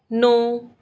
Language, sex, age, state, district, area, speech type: Punjabi, female, 18-30, Punjab, Gurdaspur, rural, read